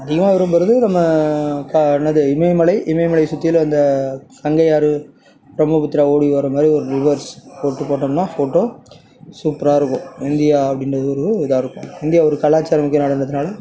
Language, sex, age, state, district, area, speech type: Tamil, male, 30-45, Tamil Nadu, Tiruvarur, rural, spontaneous